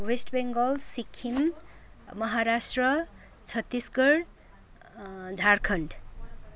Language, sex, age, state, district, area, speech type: Nepali, other, 30-45, West Bengal, Kalimpong, rural, spontaneous